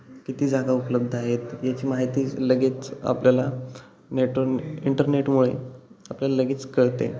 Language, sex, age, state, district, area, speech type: Marathi, male, 18-30, Maharashtra, Ratnagiri, rural, spontaneous